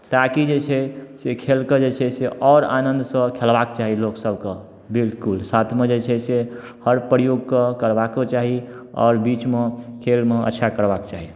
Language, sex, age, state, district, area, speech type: Maithili, male, 18-30, Bihar, Darbhanga, urban, spontaneous